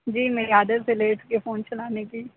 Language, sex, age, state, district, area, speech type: Urdu, female, 18-30, Uttar Pradesh, Aligarh, urban, conversation